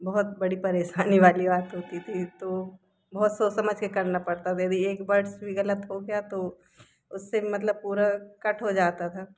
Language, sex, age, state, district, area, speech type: Hindi, female, 30-45, Madhya Pradesh, Jabalpur, urban, spontaneous